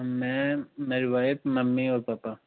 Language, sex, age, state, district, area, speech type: Hindi, male, 18-30, Rajasthan, Jaipur, urban, conversation